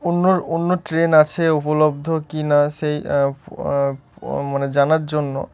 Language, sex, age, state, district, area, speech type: Bengali, male, 18-30, West Bengal, Murshidabad, urban, spontaneous